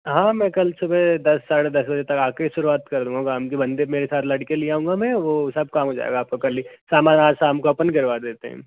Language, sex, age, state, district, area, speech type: Hindi, male, 30-45, Rajasthan, Jaipur, urban, conversation